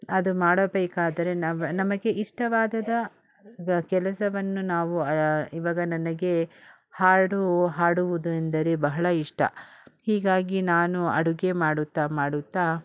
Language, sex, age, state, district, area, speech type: Kannada, female, 60+, Karnataka, Bangalore Urban, rural, spontaneous